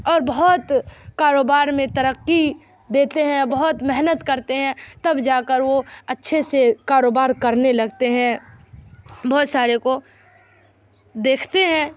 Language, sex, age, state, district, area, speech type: Urdu, female, 18-30, Bihar, Darbhanga, rural, spontaneous